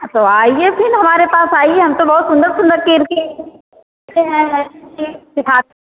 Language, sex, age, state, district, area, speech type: Hindi, female, 45-60, Uttar Pradesh, Ayodhya, rural, conversation